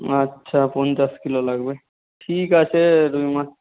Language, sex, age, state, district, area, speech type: Bengali, male, 60+, West Bengal, Nadia, rural, conversation